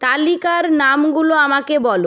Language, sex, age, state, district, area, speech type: Bengali, female, 18-30, West Bengal, Jhargram, rural, read